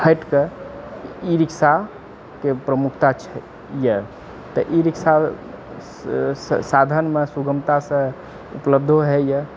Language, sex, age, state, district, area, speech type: Maithili, male, 18-30, Bihar, Purnia, urban, spontaneous